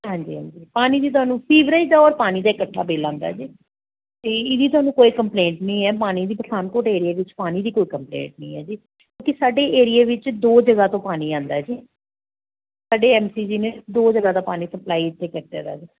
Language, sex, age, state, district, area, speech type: Punjabi, female, 45-60, Punjab, Pathankot, urban, conversation